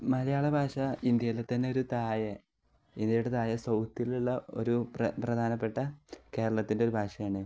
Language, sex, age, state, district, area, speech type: Malayalam, male, 18-30, Kerala, Kozhikode, rural, spontaneous